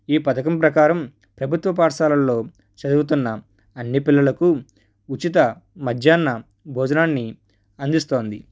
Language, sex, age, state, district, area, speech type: Telugu, male, 30-45, Andhra Pradesh, East Godavari, rural, spontaneous